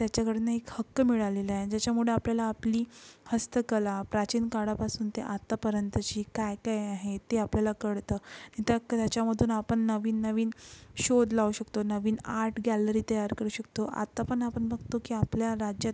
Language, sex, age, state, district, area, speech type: Marathi, female, 18-30, Maharashtra, Yavatmal, urban, spontaneous